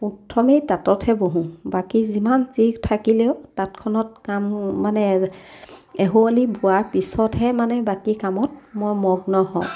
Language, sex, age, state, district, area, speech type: Assamese, female, 30-45, Assam, Sivasagar, rural, spontaneous